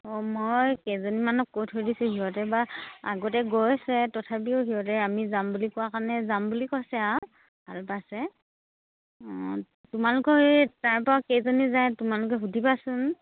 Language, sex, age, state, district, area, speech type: Assamese, female, 30-45, Assam, Dhemaji, rural, conversation